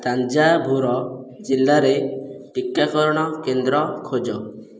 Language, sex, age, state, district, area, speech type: Odia, male, 18-30, Odisha, Khordha, rural, read